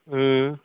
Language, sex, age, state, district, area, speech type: Maithili, male, 30-45, Bihar, Saharsa, urban, conversation